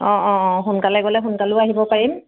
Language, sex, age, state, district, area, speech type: Assamese, female, 30-45, Assam, Golaghat, urban, conversation